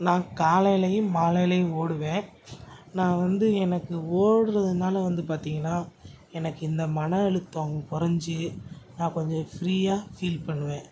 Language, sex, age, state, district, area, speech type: Tamil, male, 18-30, Tamil Nadu, Tiruchirappalli, rural, spontaneous